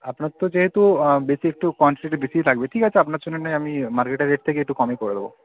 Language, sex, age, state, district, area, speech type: Bengali, male, 18-30, West Bengal, Bankura, urban, conversation